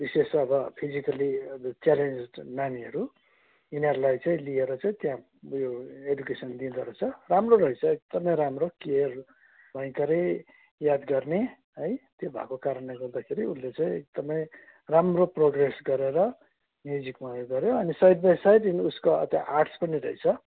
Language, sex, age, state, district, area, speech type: Nepali, male, 60+, West Bengal, Kalimpong, rural, conversation